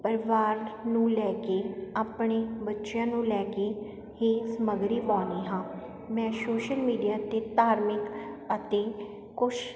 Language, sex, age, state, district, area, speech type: Punjabi, female, 30-45, Punjab, Sangrur, rural, spontaneous